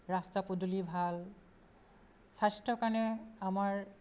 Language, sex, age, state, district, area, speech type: Assamese, female, 60+, Assam, Charaideo, urban, spontaneous